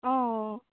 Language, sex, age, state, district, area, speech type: Assamese, female, 18-30, Assam, Golaghat, urban, conversation